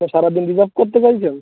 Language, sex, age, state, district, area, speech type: Bengali, male, 18-30, West Bengal, Birbhum, urban, conversation